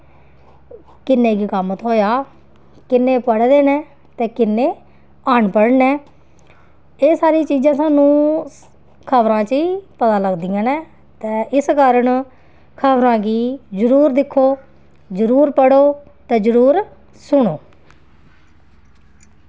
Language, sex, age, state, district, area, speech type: Dogri, female, 30-45, Jammu and Kashmir, Kathua, rural, spontaneous